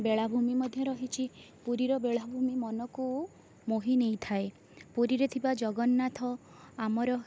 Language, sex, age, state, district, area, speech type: Odia, female, 18-30, Odisha, Rayagada, rural, spontaneous